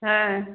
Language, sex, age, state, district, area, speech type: Bengali, female, 60+, West Bengal, Darjeeling, urban, conversation